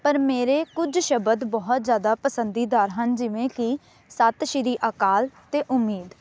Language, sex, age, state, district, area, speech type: Punjabi, female, 18-30, Punjab, Amritsar, urban, spontaneous